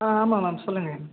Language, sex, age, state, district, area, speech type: Tamil, male, 18-30, Tamil Nadu, Thanjavur, rural, conversation